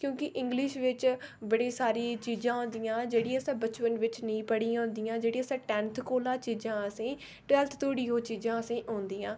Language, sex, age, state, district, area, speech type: Dogri, female, 18-30, Jammu and Kashmir, Reasi, rural, spontaneous